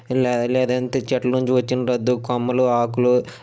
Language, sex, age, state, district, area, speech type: Telugu, male, 30-45, Andhra Pradesh, Srikakulam, urban, spontaneous